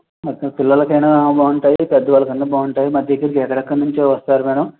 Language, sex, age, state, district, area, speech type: Telugu, male, 45-60, Andhra Pradesh, Konaseema, rural, conversation